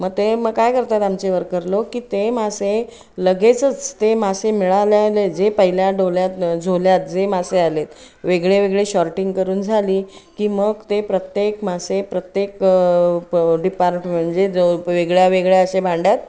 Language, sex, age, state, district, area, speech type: Marathi, female, 45-60, Maharashtra, Ratnagiri, rural, spontaneous